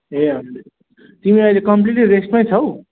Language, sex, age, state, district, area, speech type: Nepali, male, 30-45, West Bengal, Jalpaiguri, rural, conversation